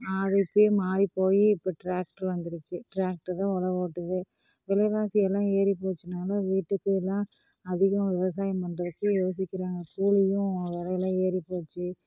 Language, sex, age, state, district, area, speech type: Tamil, female, 30-45, Tamil Nadu, Namakkal, rural, spontaneous